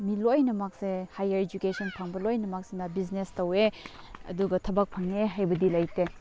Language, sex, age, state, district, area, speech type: Manipuri, female, 18-30, Manipur, Chandel, rural, spontaneous